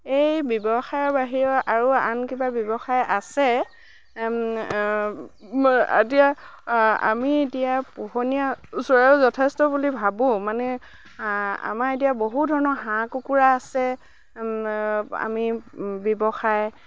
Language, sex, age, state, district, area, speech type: Assamese, female, 60+, Assam, Dibrugarh, rural, spontaneous